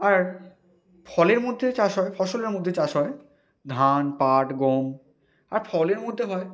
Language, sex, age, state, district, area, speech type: Bengali, male, 60+, West Bengal, Nadia, rural, spontaneous